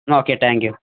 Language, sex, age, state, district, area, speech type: Malayalam, male, 18-30, Kerala, Malappuram, rural, conversation